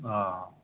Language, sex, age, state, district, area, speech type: Bodo, male, 45-60, Assam, Kokrajhar, rural, conversation